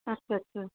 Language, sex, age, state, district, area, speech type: Bengali, female, 45-60, West Bengal, Darjeeling, rural, conversation